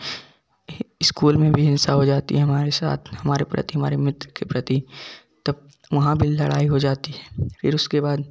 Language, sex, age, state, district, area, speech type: Hindi, male, 18-30, Uttar Pradesh, Jaunpur, urban, spontaneous